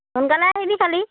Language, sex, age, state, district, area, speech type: Assamese, female, 30-45, Assam, Lakhimpur, rural, conversation